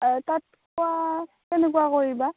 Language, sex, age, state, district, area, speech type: Assamese, female, 18-30, Assam, Darrang, rural, conversation